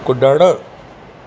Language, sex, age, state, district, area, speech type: Sindhi, male, 45-60, Maharashtra, Thane, urban, read